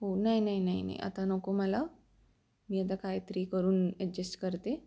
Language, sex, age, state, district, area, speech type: Marathi, female, 18-30, Maharashtra, Pune, urban, spontaneous